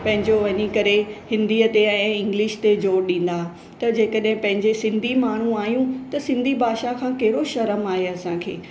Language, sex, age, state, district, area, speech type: Sindhi, female, 45-60, Maharashtra, Mumbai Suburban, urban, spontaneous